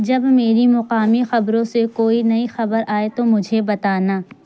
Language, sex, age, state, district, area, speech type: Urdu, female, 30-45, Uttar Pradesh, Lucknow, rural, read